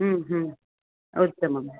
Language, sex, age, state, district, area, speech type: Sanskrit, female, 60+, Karnataka, Hassan, rural, conversation